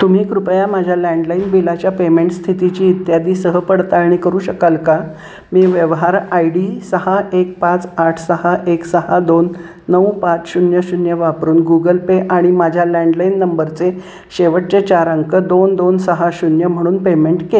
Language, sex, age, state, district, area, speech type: Marathi, female, 60+, Maharashtra, Kolhapur, urban, read